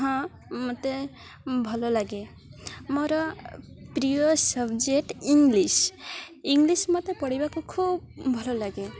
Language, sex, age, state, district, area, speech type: Odia, female, 18-30, Odisha, Malkangiri, urban, spontaneous